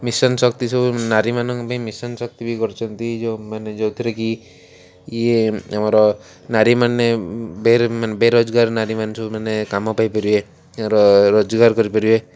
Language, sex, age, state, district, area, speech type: Odia, male, 45-60, Odisha, Rayagada, rural, spontaneous